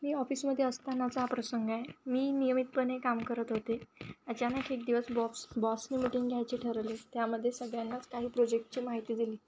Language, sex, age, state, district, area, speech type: Marathi, female, 18-30, Maharashtra, Wardha, rural, spontaneous